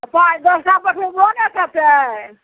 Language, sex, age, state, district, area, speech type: Maithili, female, 60+, Bihar, Araria, rural, conversation